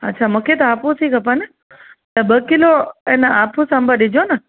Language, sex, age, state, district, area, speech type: Sindhi, female, 30-45, Gujarat, Kutch, rural, conversation